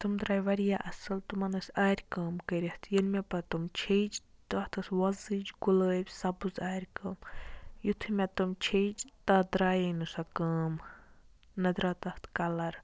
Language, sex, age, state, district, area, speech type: Kashmiri, female, 18-30, Jammu and Kashmir, Baramulla, rural, spontaneous